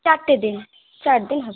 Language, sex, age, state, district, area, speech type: Bengali, female, 45-60, West Bengal, Purba Bardhaman, rural, conversation